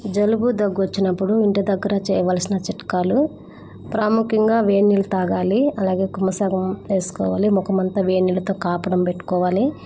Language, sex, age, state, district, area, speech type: Telugu, female, 30-45, Andhra Pradesh, Nellore, rural, spontaneous